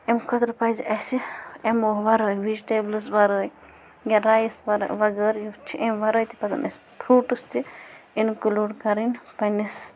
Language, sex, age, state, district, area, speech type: Kashmiri, female, 18-30, Jammu and Kashmir, Bandipora, rural, spontaneous